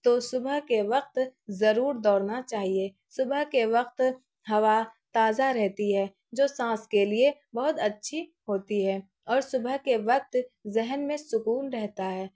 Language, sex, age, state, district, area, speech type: Urdu, female, 18-30, Bihar, Araria, rural, spontaneous